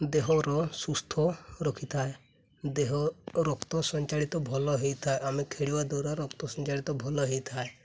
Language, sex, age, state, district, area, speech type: Odia, male, 18-30, Odisha, Mayurbhanj, rural, spontaneous